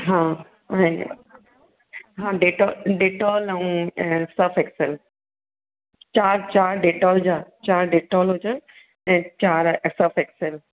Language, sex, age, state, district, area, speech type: Sindhi, female, 45-60, Maharashtra, Thane, urban, conversation